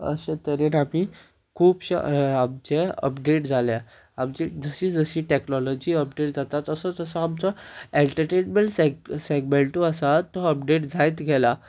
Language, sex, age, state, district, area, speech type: Goan Konkani, male, 18-30, Goa, Ponda, rural, spontaneous